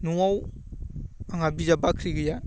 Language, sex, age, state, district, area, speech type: Bodo, male, 18-30, Assam, Baksa, rural, spontaneous